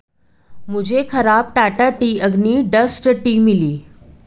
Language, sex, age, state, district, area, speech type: Hindi, female, 45-60, Madhya Pradesh, Betul, urban, read